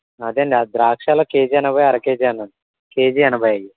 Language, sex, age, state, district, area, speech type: Telugu, male, 18-30, Andhra Pradesh, Eluru, rural, conversation